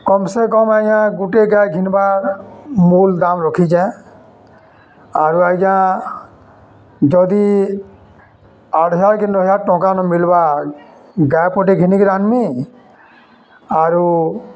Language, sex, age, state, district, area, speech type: Odia, male, 45-60, Odisha, Bargarh, urban, spontaneous